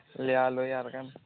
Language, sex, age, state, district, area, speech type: Odia, male, 18-30, Odisha, Nuapada, urban, conversation